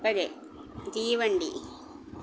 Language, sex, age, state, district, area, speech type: Malayalam, female, 45-60, Kerala, Malappuram, rural, spontaneous